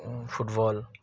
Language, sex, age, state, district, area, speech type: Assamese, male, 30-45, Assam, Dibrugarh, urban, spontaneous